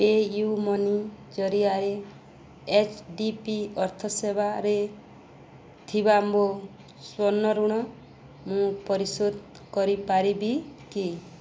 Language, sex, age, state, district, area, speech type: Odia, female, 45-60, Odisha, Balangir, urban, read